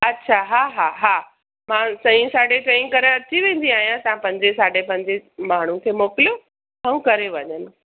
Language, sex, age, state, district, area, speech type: Sindhi, female, 45-60, Gujarat, Surat, urban, conversation